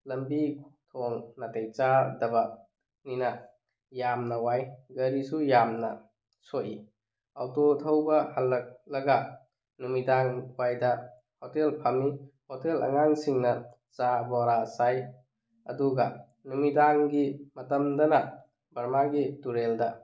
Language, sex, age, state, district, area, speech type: Manipuri, male, 30-45, Manipur, Tengnoupal, rural, spontaneous